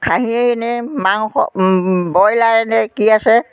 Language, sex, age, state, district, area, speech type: Assamese, female, 60+, Assam, Biswanath, rural, spontaneous